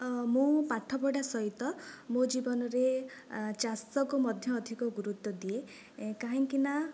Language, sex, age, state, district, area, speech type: Odia, female, 18-30, Odisha, Nayagarh, rural, spontaneous